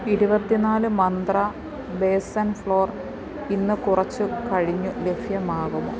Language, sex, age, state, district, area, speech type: Malayalam, female, 30-45, Kerala, Alappuzha, rural, read